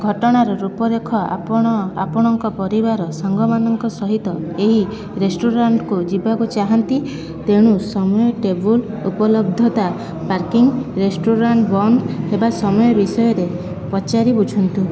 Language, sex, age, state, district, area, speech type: Odia, female, 18-30, Odisha, Kendrapara, urban, spontaneous